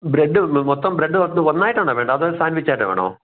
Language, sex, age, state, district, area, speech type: Malayalam, male, 60+, Kerala, Kottayam, rural, conversation